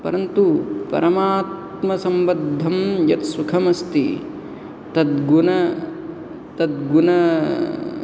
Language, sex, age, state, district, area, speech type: Sanskrit, male, 18-30, Andhra Pradesh, Guntur, urban, spontaneous